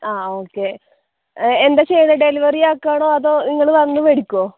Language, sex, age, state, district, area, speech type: Malayalam, female, 18-30, Kerala, Palakkad, rural, conversation